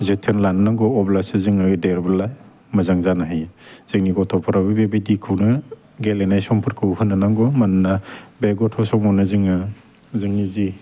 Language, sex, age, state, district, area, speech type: Bodo, male, 18-30, Assam, Udalguri, urban, spontaneous